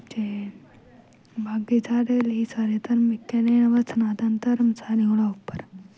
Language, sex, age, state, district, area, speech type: Dogri, female, 18-30, Jammu and Kashmir, Jammu, rural, spontaneous